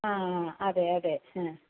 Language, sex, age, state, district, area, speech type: Malayalam, female, 60+, Kerala, Alappuzha, rural, conversation